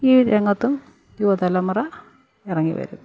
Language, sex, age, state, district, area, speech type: Malayalam, female, 60+, Kerala, Pathanamthitta, rural, spontaneous